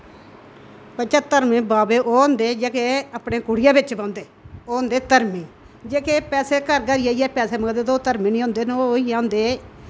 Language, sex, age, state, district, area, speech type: Dogri, female, 60+, Jammu and Kashmir, Udhampur, rural, spontaneous